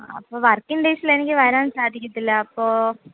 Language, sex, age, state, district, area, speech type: Malayalam, female, 30-45, Kerala, Thiruvananthapuram, urban, conversation